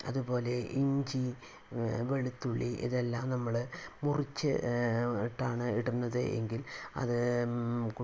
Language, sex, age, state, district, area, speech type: Malayalam, female, 60+, Kerala, Palakkad, rural, spontaneous